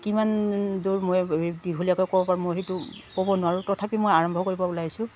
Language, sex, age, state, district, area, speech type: Assamese, female, 60+, Assam, Udalguri, rural, spontaneous